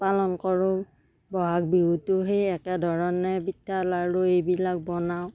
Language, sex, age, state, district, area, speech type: Assamese, female, 30-45, Assam, Darrang, rural, spontaneous